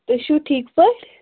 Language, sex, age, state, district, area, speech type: Kashmiri, female, 18-30, Jammu and Kashmir, Pulwama, rural, conversation